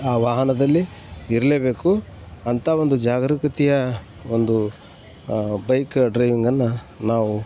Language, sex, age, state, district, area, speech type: Kannada, male, 45-60, Karnataka, Koppal, rural, spontaneous